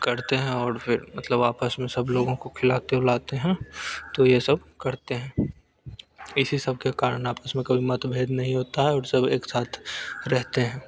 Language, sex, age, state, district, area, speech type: Hindi, male, 18-30, Bihar, Begusarai, urban, spontaneous